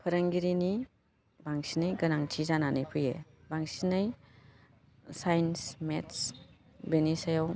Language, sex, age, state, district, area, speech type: Bodo, female, 30-45, Assam, Baksa, rural, spontaneous